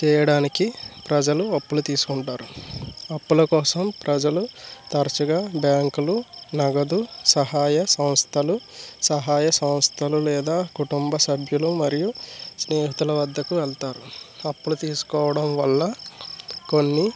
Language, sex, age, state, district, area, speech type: Telugu, male, 18-30, Andhra Pradesh, East Godavari, rural, spontaneous